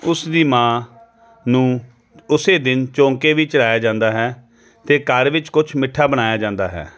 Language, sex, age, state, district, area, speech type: Punjabi, male, 30-45, Punjab, Jalandhar, urban, spontaneous